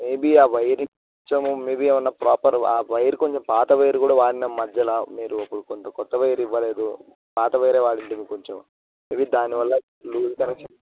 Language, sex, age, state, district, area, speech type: Telugu, male, 18-30, Telangana, Siddipet, rural, conversation